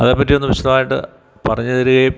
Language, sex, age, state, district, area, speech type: Malayalam, male, 60+, Kerala, Kottayam, rural, spontaneous